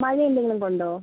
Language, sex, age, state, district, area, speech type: Malayalam, female, 30-45, Kerala, Kozhikode, urban, conversation